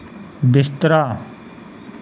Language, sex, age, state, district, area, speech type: Dogri, male, 30-45, Jammu and Kashmir, Reasi, rural, read